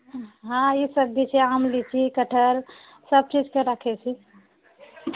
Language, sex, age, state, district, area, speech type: Maithili, female, 60+, Bihar, Purnia, urban, conversation